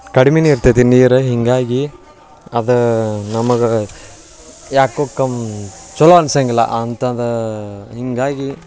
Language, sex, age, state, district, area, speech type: Kannada, male, 18-30, Karnataka, Dharwad, rural, spontaneous